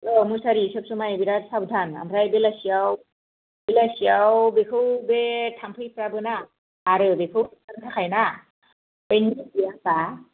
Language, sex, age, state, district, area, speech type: Bodo, female, 45-60, Assam, Kokrajhar, rural, conversation